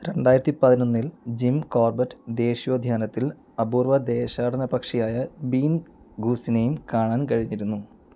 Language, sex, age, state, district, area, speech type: Malayalam, male, 30-45, Kerala, Pathanamthitta, rural, read